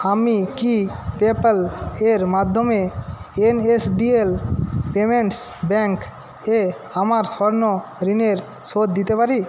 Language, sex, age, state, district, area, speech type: Bengali, male, 45-60, West Bengal, Jhargram, rural, read